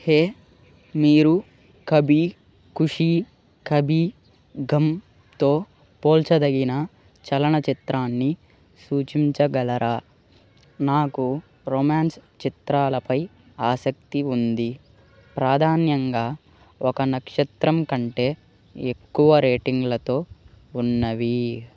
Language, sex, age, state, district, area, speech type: Telugu, male, 18-30, Andhra Pradesh, Eluru, urban, read